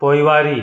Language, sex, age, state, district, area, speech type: Sindhi, male, 45-60, Gujarat, Surat, urban, read